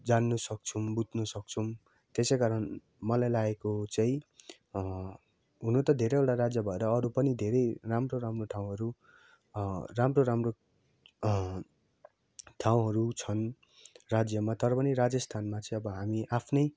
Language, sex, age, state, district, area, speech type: Nepali, male, 18-30, West Bengal, Darjeeling, rural, spontaneous